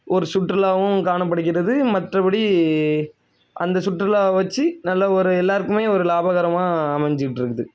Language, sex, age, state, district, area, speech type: Tamil, male, 18-30, Tamil Nadu, Thoothukudi, rural, spontaneous